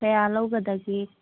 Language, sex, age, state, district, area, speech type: Manipuri, female, 18-30, Manipur, Kakching, rural, conversation